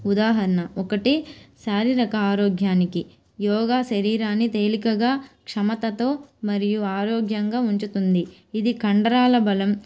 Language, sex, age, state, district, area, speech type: Telugu, female, 18-30, Andhra Pradesh, Nellore, rural, spontaneous